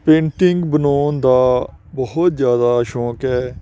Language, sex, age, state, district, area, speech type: Punjabi, male, 45-60, Punjab, Faridkot, urban, spontaneous